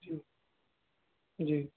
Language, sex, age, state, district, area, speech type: Hindi, male, 30-45, Uttar Pradesh, Sitapur, rural, conversation